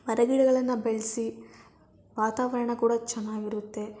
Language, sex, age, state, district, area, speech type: Kannada, female, 18-30, Karnataka, Davanagere, rural, spontaneous